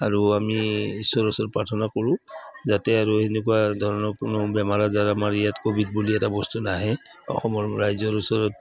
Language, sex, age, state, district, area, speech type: Assamese, male, 60+, Assam, Udalguri, rural, spontaneous